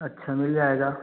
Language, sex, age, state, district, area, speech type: Hindi, male, 18-30, Uttar Pradesh, Prayagraj, rural, conversation